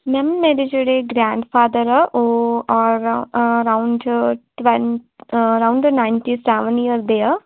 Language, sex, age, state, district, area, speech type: Punjabi, female, 18-30, Punjab, Firozpur, rural, conversation